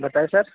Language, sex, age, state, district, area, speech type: Urdu, male, 30-45, Uttar Pradesh, Gautam Buddha Nagar, rural, conversation